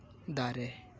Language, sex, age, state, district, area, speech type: Santali, male, 18-30, West Bengal, Uttar Dinajpur, rural, read